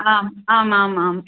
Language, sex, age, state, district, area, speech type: Sanskrit, female, 45-60, Tamil Nadu, Chennai, urban, conversation